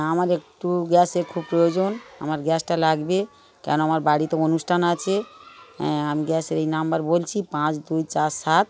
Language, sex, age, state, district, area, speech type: Bengali, female, 60+, West Bengal, Darjeeling, rural, spontaneous